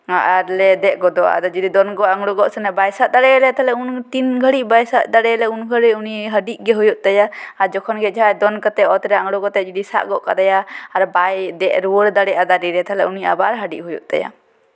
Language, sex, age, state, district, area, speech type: Santali, female, 18-30, West Bengal, Purba Bardhaman, rural, spontaneous